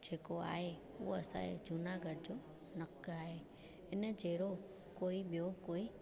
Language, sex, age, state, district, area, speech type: Sindhi, female, 30-45, Gujarat, Junagadh, urban, spontaneous